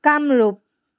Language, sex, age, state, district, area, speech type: Assamese, female, 30-45, Assam, Charaideo, urban, spontaneous